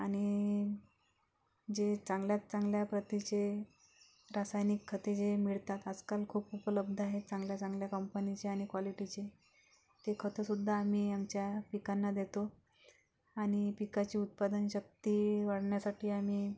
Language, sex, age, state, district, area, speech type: Marathi, female, 18-30, Maharashtra, Akola, rural, spontaneous